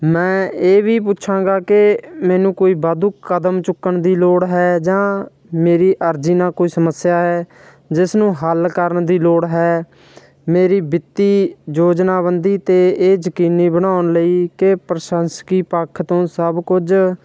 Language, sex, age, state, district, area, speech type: Punjabi, male, 30-45, Punjab, Barnala, urban, spontaneous